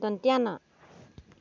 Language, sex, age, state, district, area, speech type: Assamese, female, 30-45, Assam, Dhemaji, rural, read